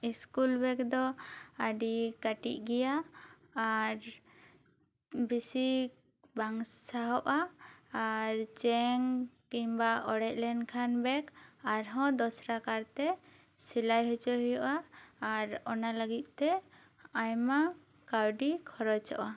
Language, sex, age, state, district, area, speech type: Santali, female, 18-30, West Bengal, Bankura, rural, spontaneous